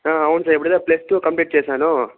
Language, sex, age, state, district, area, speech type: Telugu, male, 45-60, Andhra Pradesh, Chittoor, urban, conversation